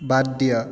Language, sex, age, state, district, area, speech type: Assamese, male, 30-45, Assam, Biswanath, rural, read